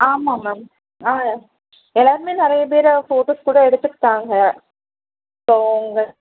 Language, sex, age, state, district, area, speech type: Tamil, female, 30-45, Tamil Nadu, Tiruvallur, urban, conversation